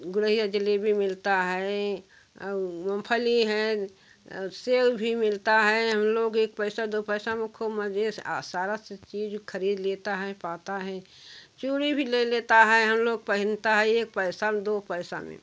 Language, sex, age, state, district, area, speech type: Hindi, female, 60+, Uttar Pradesh, Jaunpur, rural, spontaneous